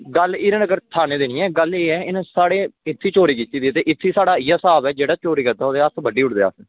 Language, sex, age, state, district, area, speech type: Dogri, male, 18-30, Jammu and Kashmir, Kathua, rural, conversation